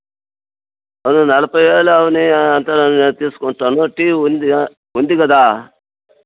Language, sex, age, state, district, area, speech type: Telugu, male, 60+, Andhra Pradesh, Sri Balaji, rural, conversation